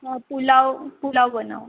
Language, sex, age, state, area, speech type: Gujarati, female, 18-30, Gujarat, urban, conversation